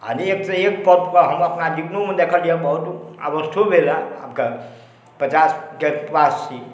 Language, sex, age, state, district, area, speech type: Maithili, male, 45-60, Bihar, Supaul, urban, spontaneous